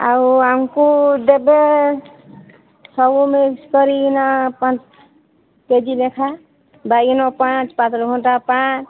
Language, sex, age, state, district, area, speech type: Odia, female, 45-60, Odisha, Sambalpur, rural, conversation